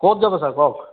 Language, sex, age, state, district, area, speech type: Assamese, male, 60+, Assam, Goalpara, urban, conversation